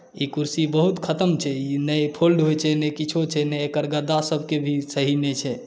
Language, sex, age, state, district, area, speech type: Maithili, male, 30-45, Bihar, Saharsa, rural, spontaneous